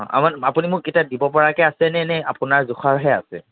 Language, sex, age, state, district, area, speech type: Assamese, male, 45-60, Assam, Nagaon, rural, conversation